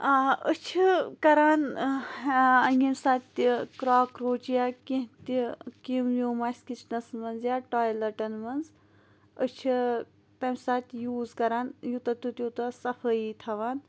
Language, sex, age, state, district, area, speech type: Kashmiri, female, 30-45, Jammu and Kashmir, Pulwama, rural, spontaneous